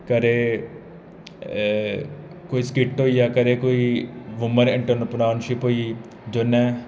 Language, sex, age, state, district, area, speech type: Dogri, male, 18-30, Jammu and Kashmir, Jammu, rural, spontaneous